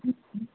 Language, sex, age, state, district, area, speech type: Telugu, female, 18-30, Telangana, Narayanpet, urban, conversation